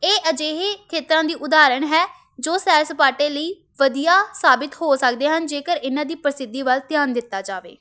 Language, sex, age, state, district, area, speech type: Punjabi, female, 18-30, Punjab, Tarn Taran, rural, spontaneous